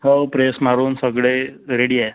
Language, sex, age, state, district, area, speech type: Marathi, male, 45-60, Maharashtra, Nagpur, urban, conversation